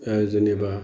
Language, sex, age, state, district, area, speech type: Bodo, male, 45-60, Assam, Chirang, urban, spontaneous